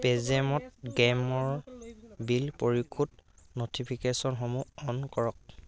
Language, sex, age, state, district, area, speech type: Assamese, male, 45-60, Assam, Dhemaji, rural, read